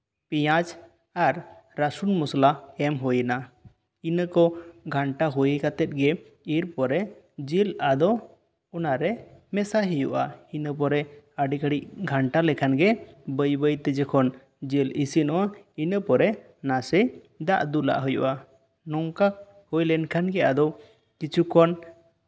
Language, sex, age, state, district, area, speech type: Santali, male, 18-30, West Bengal, Bankura, rural, spontaneous